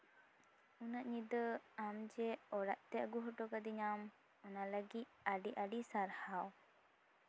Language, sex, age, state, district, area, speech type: Santali, female, 18-30, West Bengal, Bankura, rural, spontaneous